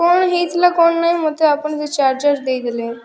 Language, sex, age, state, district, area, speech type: Odia, female, 18-30, Odisha, Rayagada, rural, spontaneous